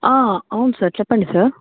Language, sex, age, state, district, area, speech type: Telugu, female, 18-30, Andhra Pradesh, Annamaya, urban, conversation